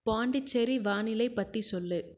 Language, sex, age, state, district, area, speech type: Tamil, female, 18-30, Tamil Nadu, Krishnagiri, rural, read